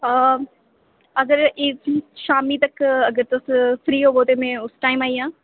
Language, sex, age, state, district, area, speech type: Dogri, female, 18-30, Jammu and Kashmir, Reasi, rural, conversation